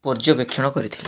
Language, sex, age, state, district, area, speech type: Odia, male, 18-30, Odisha, Nabarangpur, urban, spontaneous